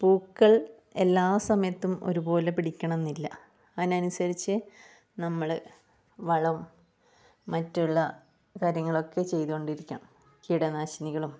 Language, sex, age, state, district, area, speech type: Malayalam, female, 30-45, Kerala, Kasaragod, rural, spontaneous